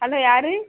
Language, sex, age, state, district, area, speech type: Tamil, female, 18-30, Tamil Nadu, Sivaganga, rural, conversation